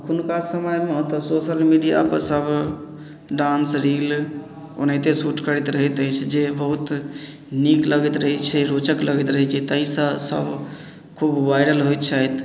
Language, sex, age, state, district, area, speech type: Maithili, male, 30-45, Bihar, Madhubani, rural, spontaneous